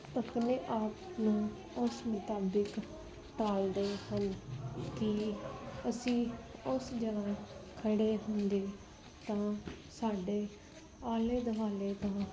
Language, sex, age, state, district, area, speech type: Punjabi, female, 18-30, Punjab, Fazilka, rural, spontaneous